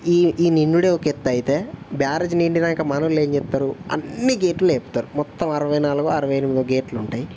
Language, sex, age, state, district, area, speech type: Telugu, male, 18-30, Telangana, Jayashankar, rural, spontaneous